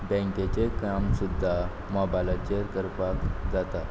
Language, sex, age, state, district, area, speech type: Goan Konkani, male, 18-30, Goa, Quepem, rural, spontaneous